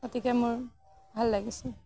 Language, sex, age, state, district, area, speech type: Assamese, female, 18-30, Assam, Morigaon, rural, spontaneous